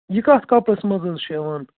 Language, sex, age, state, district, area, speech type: Kashmiri, male, 18-30, Jammu and Kashmir, Kupwara, rural, conversation